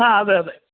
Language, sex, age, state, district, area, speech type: Malayalam, male, 18-30, Kerala, Idukki, rural, conversation